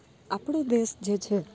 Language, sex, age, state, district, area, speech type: Gujarati, female, 30-45, Gujarat, Rajkot, rural, spontaneous